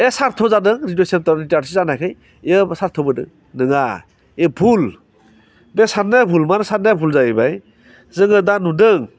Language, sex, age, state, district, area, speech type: Bodo, male, 45-60, Assam, Baksa, urban, spontaneous